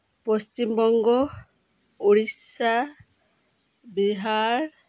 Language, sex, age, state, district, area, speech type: Santali, female, 30-45, West Bengal, Birbhum, rural, spontaneous